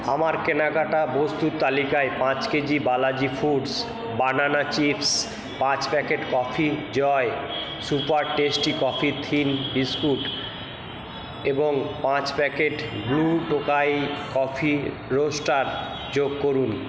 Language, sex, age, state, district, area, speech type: Bengali, male, 60+, West Bengal, Purba Bardhaman, rural, read